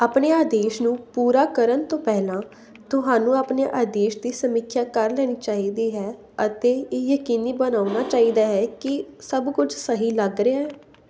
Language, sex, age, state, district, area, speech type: Punjabi, female, 18-30, Punjab, Pathankot, rural, read